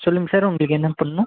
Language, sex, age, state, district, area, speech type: Tamil, male, 18-30, Tamil Nadu, Krishnagiri, rural, conversation